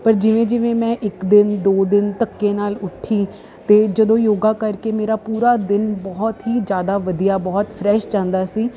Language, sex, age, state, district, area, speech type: Punjabi, female, 30-45, Punjab, Ludhiana, urban, spontaneous